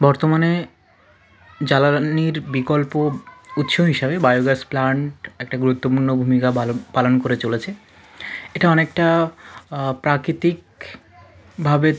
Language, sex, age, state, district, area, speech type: Bengali, male, 45-60, West Bengal, South 24 Parganas, rural, spontaneous